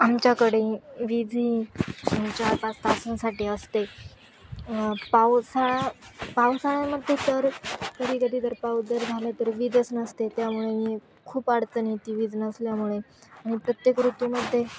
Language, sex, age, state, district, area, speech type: Marathi, female, 18-30, Maharashtra, Ahmednagar, urban, spontaneous